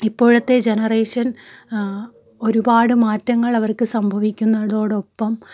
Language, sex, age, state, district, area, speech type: Malayalam, female, 30-45, Kerala, Malappuram, rural, spontaneous